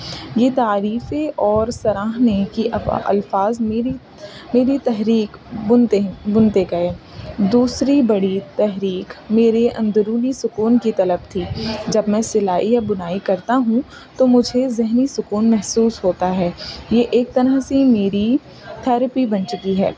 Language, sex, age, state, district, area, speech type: Urdu, female, 18-30, Uttar Pradesh, Rampur, urban, spontaneous